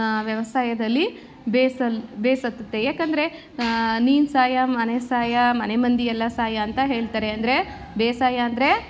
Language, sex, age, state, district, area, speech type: Kannada, female, 30-45, Karnataka, Mandya, rural, spontaneous